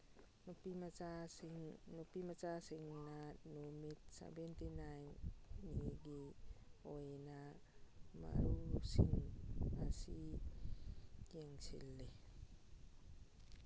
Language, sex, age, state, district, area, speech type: Manipuri, female, 60+, Manipur, Churachandpur, urban, read